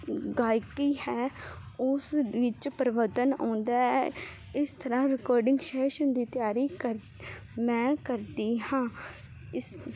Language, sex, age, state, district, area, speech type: Punjabi, female, 18-30, Punjab, Fazilka, rural, spontaneous